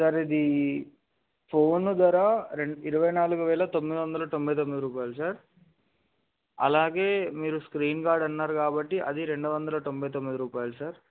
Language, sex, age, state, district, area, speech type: Telugu, male, 18-30, Telangana, Adilabad, urban, conversation